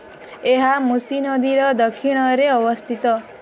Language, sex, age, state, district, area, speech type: Odia, female, 18-30, Odisha, Balangir, urban, read